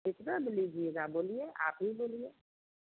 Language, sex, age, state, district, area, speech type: Hindi, female, 45-60, Bihar, Samastipur, rural, conversation